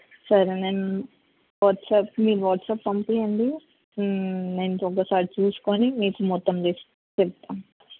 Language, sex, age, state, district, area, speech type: Telugu, female, 30-45, Telangana, Peddapalli, urban, conversation